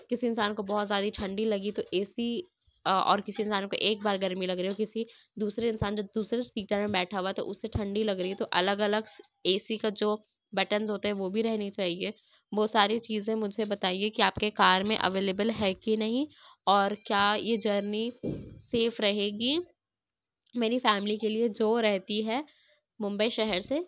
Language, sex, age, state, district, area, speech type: Urdu, female, 60+, Uttar Pradesh, Gautam Buddha Nagar, rural, spontaneous